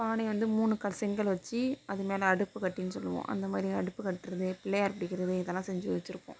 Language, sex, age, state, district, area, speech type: Tamil, female, 30-45, Tamil Nadu, Mayiladuthurai, rural, spontaneous